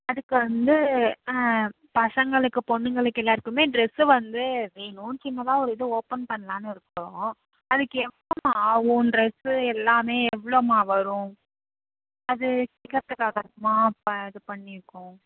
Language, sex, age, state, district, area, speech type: Tamil, female, 30-45, Tamil Nadu, Nagapattinam, rural, conversation